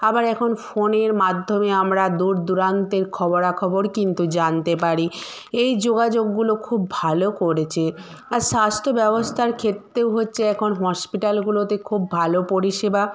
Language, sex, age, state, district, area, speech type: Bengali, female, 45-60, West Bengal, Nadia, rural, spontaneous